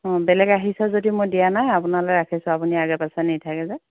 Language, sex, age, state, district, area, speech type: Assamese, female, 45-60, Assam, Dhemaji, rural, conversation